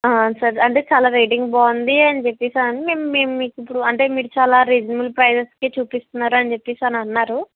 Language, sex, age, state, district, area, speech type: Telugu, female, 18-30, Andhra Pradesh, Kakinada, urban, conversation